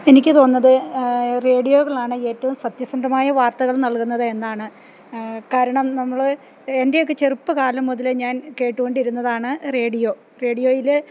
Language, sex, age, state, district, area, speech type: Malayalam, female, 60+, Kerala, Idukki, rural, spontaneous